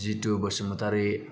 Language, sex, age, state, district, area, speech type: Bodo, male, 18-30, Assam, Kokrajhar, rural, spontaneous